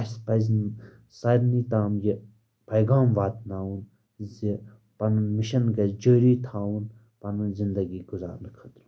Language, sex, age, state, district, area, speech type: Kashmiri, male, 18-30, Jammu and Kashmir, Baramulla, rural, spontaneous